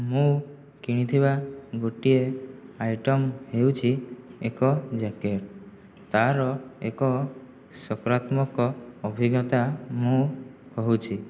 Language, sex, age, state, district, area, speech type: Odia, male, 18-30, Odisha, Jajpur, rural, spontaneous